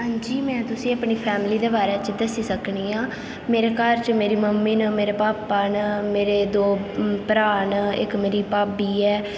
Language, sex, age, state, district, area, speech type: Dogri, female, 18-30, Jammu and Kashmir, Udhampur, rural, spontaneous